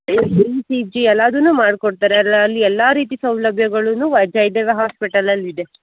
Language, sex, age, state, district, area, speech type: Kannada, female, 18-30, Karnataka, Tumkur, urban, conversation